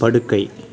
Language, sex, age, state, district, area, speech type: Tamil, male, 18-30, Tamil Nadu, Kallakurichi, urban, read